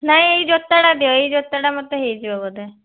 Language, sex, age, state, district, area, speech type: Odia, female, 30-45, Odisha, Cuttack, urban, conversation